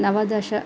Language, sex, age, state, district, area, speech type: Sanskrit, female, 45-60, Tamil Nadu, Coimbatore, urban, spontaneous